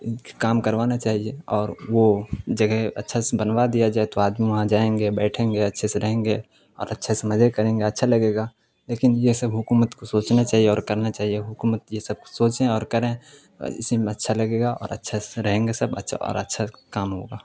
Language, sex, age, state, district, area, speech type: Urdu, male, 18-30, Bihar, Khagaria, rural, spontaneous